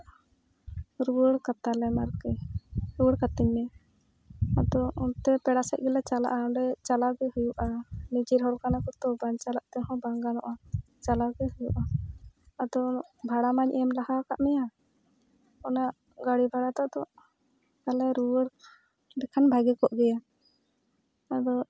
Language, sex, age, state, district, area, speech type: Santali, female, 30-45, West Bengal, Jhargram, rural, spontaneous